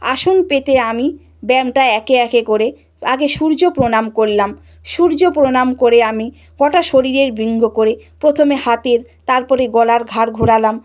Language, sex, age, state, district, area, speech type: Bengali, female, 45-60, West Bengal, Purba Medinipur, rural, spontaneous